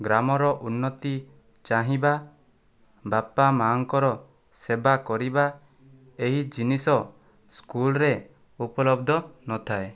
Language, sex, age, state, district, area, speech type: Odia, male, 18-30, Odisha, Kandhamal, rural, spontaneous